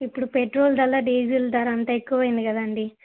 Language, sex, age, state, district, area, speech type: Telugu, female, 18-30, Andhra Pradesh, Sri Balaji, urban, conversation